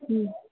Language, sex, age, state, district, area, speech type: Odia, female, 45-60, Odisha, Sundergarh, rural, conversation